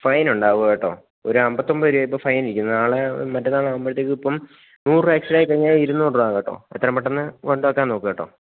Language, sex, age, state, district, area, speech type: Malayalam, male, 18-30, Kerala, Idukki, rural, conversation